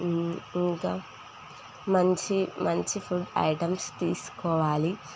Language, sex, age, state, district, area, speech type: Telugu, female, 18-30, Telangana, Sangareddy, urban, spontaneous